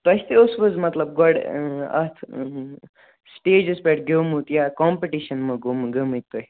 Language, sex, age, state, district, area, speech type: Kashmiri, male, 18-30, Jammu and Kashmir, Baramulla, rural, conversation